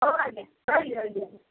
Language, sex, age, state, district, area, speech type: Odia, female, 45-60, Odisha, Sundergarh, rural, conversation